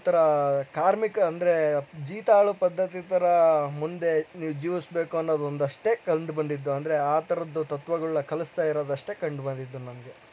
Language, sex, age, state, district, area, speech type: Kannada, male, 60+, Karnataka, Tumkur, rural, spontaneous